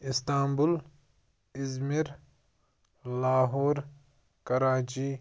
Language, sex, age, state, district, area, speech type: Kashmiri, male, 18-30, Jammu and Kashmir, Pulwama, rural, spontaneous